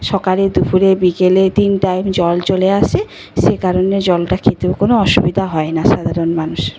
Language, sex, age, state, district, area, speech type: Bengali, female, 45-60, West Bengal, Nadia, rural, spontaneous